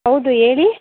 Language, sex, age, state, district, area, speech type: Kannada, female, 18-30, Karnataka, Mandya, rural, conversation